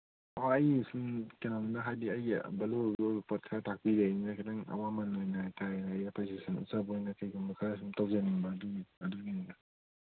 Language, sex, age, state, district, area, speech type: Manipuri, male, 30-45, Manipur, Kangpokpi, urban, conversation